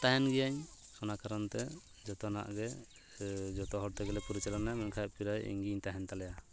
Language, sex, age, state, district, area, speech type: Santali, male, 30-45, West Bengal, Purulia, rural, spontaneous